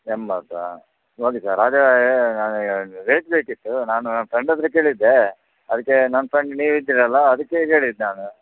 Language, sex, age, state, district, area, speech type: Kannada, male, 30-45, Karnataka, Udupi, rural, conversation